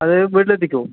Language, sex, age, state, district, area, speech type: Malayalam, male, 30-45, Kerala, Palakkad, rural, conversation